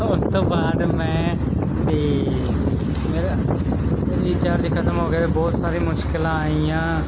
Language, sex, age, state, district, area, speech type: Punjabi, male, 18-30, Punjab, Muktsar, urban, spontaneous